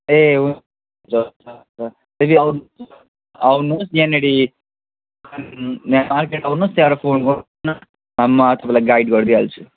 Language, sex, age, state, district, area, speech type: Nepali, male, 45-60, West Bengal, Darjeeling, rural, conversation